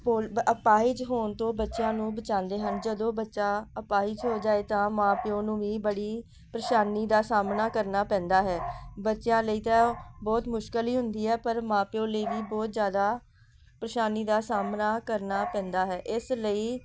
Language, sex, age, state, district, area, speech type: Punjabi, female, 45-60, Punjab, Hoshiarpur, rural, spontaneous